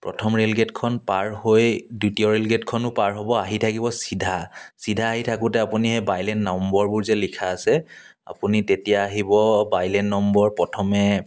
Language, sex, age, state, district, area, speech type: Assamese, male, 30-45, Assam, Dibrugarh, rural, spontaneous